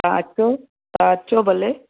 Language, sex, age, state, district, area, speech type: Sindhi, female, 45-60, Gujarat, Kutch, urban, conversation